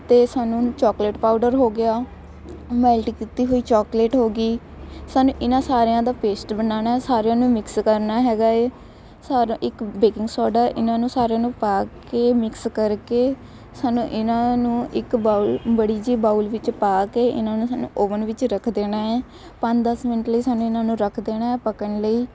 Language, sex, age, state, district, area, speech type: Punjabi, female, 18-30, Punjab, Shaheed Bhagat Singh Nagar, rural, spontaneous